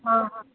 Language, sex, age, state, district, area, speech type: Marathi, female, 45-60, Maharashtra, Thane, rural, conversation